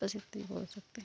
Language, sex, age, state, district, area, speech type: Hindi, female, 45-60, Madhya Pradesh, Seoni, urban, spontaneous